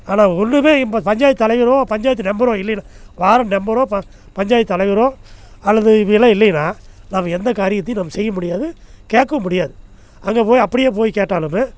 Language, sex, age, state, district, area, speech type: Tamil, male, 60+, Tamil Nadu, Namakkal, rural, spontaneous